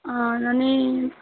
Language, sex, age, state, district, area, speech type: Marathi, female, 30-45, Maharashtra, Buldhana, rural, conversation